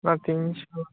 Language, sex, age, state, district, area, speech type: Bengali, male, 18-30, West Bengal, Birbhum, urban, conversation